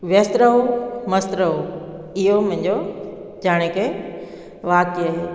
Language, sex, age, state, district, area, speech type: Sindhi, female, 45-60, Gujarat, Junagadh, urban, spontaneous